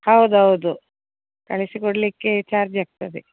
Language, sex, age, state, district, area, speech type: Kannada, female, 60+, Karnataka, Udupi, rural, conversation